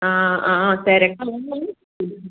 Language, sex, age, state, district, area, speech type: Malayalam, female, 30-45, Kerala, Kannur, urban, conversation